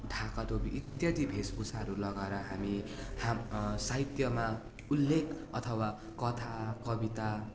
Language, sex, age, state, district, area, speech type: Nepali, male, 18-30, West Bengal, Darjeeling, rural, spontaneous